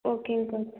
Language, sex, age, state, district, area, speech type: Tamil, female, 18-30, Tamil Nadu, Erode, rural, conversation